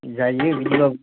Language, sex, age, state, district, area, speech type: Bodo, male, 30-45, Assam, Baksa, urban, conversation